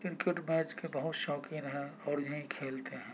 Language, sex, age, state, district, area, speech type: Urdu, male, 30-45, Uttar Pradesh, Gautam Buddha Nagar, rural, spontaneous